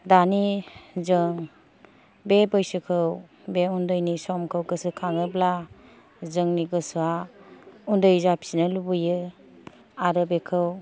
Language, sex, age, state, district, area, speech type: Bodo, female, 45-60, Assam, Kokrajhar, rural, spontaneous